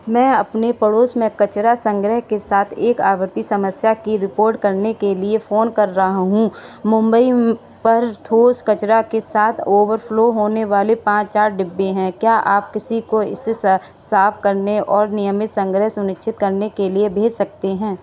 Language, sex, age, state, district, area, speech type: Hindi, female, 45-60, Uttar Pradesh, Sitapur, rural, read